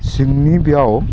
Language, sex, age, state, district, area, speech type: Bodo, male, 45-60, Assam, Udalguri, rural, spontaneous